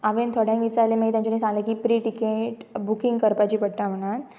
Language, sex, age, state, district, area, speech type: Goan Konkani, female, 18-30, Goa, Pernem, rural, spontaneous